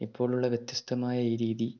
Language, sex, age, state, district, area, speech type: Malayalam, male, 18-30, Kerala, Kannur, rural, spontaneous